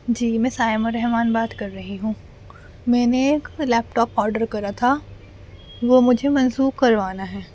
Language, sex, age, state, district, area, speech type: Urdu, female, 18-30, Delhi, North East Delhi, urban, spontaneous